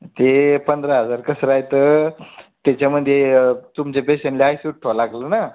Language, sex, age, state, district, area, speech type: Marathi, male, 18-30, Maharashtra, Buldhana, urban, conversation